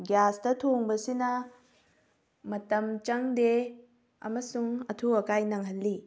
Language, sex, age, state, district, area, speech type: Manipuri, female, 18-30, Manipur, Thoubal, rural, spontaneous